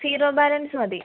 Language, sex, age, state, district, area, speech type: Malayalam, female, 18-30, Kerala, Wayanad, rural, conversation